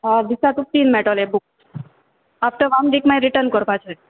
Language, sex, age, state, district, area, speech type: Goan Konkani, female, 18-30, Goa, Salcete, rural, conversation